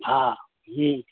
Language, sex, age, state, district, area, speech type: Gujarati, male, 60+, Gujarat, Rajkot, urban, conversation